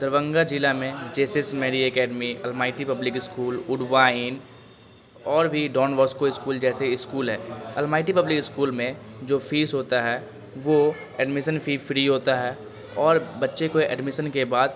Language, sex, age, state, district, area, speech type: Urdu, male, 18-30, Bihar, Darbhanga, urban, spontaneous